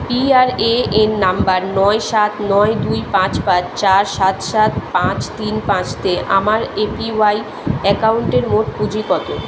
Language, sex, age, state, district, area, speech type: Bengali, female, 30-45, West Bengal, Kolkata, urban, read